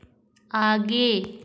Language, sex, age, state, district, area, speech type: Hindi, female, 30-45, Uttar Pradesh, Varanasi, rural, read